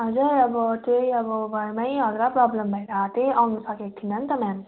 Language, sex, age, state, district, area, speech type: Nepali, female, 30-45, West Bengal, Darjeeling, rural, conversation